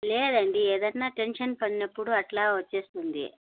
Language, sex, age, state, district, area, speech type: Telugu, female, 45-60, Andhra Pradesh, Annamaya, rural, conversation